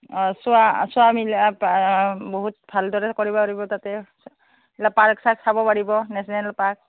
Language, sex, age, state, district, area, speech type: Assamese, female, 30-45, Assam, Barpeta, rural, conversation